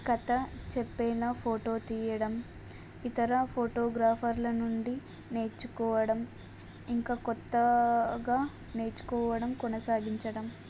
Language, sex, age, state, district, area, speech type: Telugu, female, 18-30, Telangana, Mulugu, rural, spontaneous